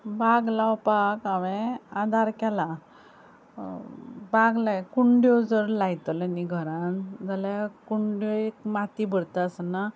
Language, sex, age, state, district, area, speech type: Goan Konkani, female, 45-60, Goa, Ponda, rural, spontaneous